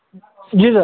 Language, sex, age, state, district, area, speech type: Hindi, male, 30-45, Uttar Pradesh, Hardoi, rural, conversation